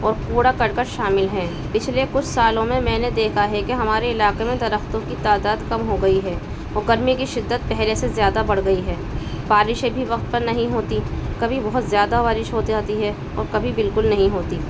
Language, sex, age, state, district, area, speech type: Urdu, female, 30-45, Uttar Pradesh, Balrampur, urban, spontaneous